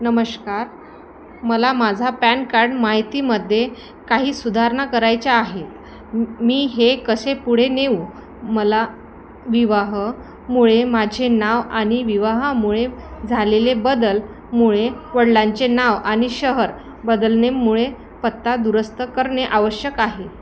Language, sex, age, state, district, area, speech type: Marathi, female, 30-45, Maharashtra, Thane, urban, read